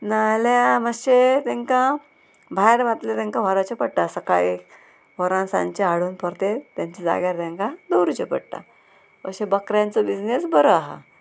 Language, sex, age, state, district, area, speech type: Goan Konkani, female, 30-45, Goa, Murmgao, rural, spontaneous